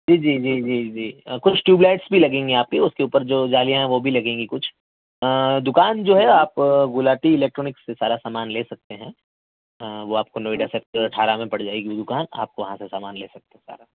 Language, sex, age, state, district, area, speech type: Urdu, male, 18-30, Delhi, North East Delhi, urban, conversation